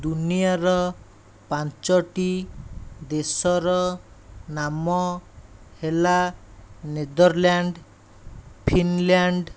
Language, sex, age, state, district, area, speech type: Odia, male, 45-60, Odisha, Khordha, rural, spontaneous